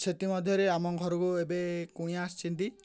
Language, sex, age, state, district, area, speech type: Odia, male, 18-30, Odisha, Ganjam, urban, spontaneous